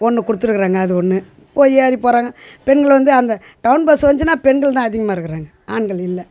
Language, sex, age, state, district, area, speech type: Tamil, female, 60+, Tamil Nadu, Tiruvannamalai, rural, spontaneous